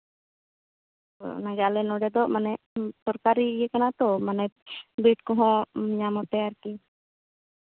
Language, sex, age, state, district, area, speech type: Santali, female, 18-30, West Bengal, Bankura, rural, conversation